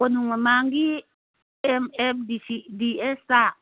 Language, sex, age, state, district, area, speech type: Manipuri, female, 60+, Manipur, Imphal East, urban, conversation